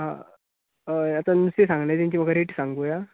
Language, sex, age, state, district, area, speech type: Goan Konkani, male, 18-30, Goa, Bardez, rural, conversation